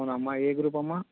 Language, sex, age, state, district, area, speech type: Telugu, male, 18-30, Andhra Pradesh, Krishna, urban, conversation